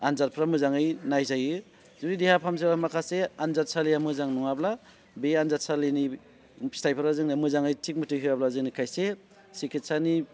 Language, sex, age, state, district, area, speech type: Bodo, male, 30-45, Assam, Baksa, rural, spontaneous